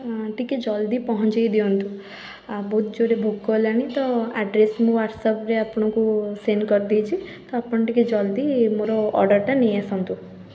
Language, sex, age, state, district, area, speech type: Odia, female, 18-30, Odisha, Puri, urban, spontaneous